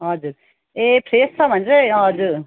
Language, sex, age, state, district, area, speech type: Nepali, female, 30-45, West Bengal, Darjeeling, rural, conversation